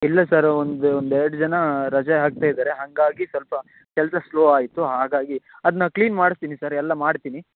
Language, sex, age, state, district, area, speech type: Kannada, male, 18-30, Karnataka, Shimoga, rural, conversation